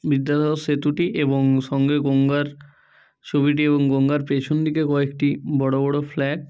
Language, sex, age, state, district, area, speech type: Bengali, male, 30-45, West Bengal, Bankura, urban, spontaneous